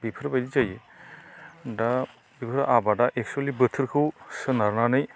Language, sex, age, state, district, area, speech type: Bodo, male, 45-60, Assam, Baksa, rural, spontaneous